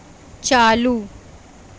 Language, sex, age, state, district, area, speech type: Urdu, female, 18-30, Delhi, South Delhi, urban, read